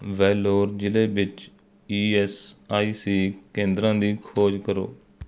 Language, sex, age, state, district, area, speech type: Punjabi, male, 30-45, Punjab, Mohali, rural, read